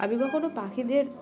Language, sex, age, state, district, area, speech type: Bengali, female, 18-30, West Bengal, Birbhum, urban, spontaneous